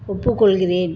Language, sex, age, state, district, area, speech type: Tamil, female, 60+, Tamil Nadu, Salem, rural, read